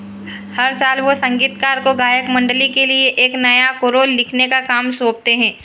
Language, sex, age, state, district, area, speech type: Hindi, female, 60+, Madhya Pradesh, Harda, urban, read